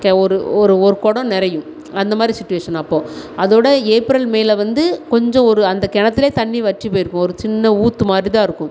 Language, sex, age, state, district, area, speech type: Tamil, female, 30-45, Tamil Nadu, Thoothukudi, urban, spontaneous